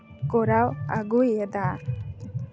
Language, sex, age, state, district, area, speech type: Santali, female, 18-30, West Bengal, Paschim Bardhaman, rural, spontaneous